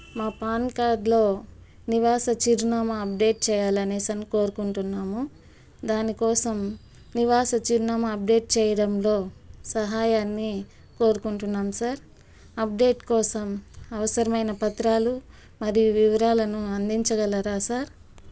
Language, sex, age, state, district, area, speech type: Telugu, female, 30-45, Andhra Pradesh, Chittoor, rural, spontaneous